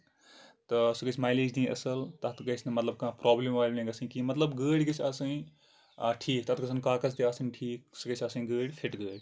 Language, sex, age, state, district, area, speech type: Kashmiri, male, 30-45, Jammu and Kashmir, Kupwara, rural, spontaneous